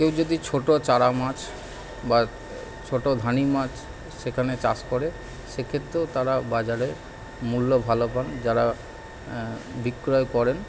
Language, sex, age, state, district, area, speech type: Bengali, male, 30-45, West Bengal, Howrah, urban, spontaneous